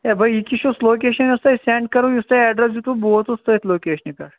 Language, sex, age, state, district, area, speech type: Kashmiri, male, 30-45, Jammu and Kashmir, Shopian, rural, conversation